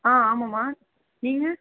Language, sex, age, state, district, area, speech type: Tamil, female, 18-30, Tamil Nadu, Tiruvarur, rural, conversation